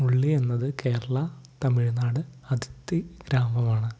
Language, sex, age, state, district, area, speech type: Malayalam, male, 45-60, Kerala, Wayanad, rural, spontaneous